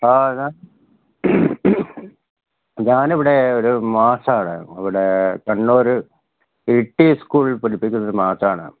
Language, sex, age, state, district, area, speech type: Malayalam, male, 60+, Kerala, Wayanad, rural, conversation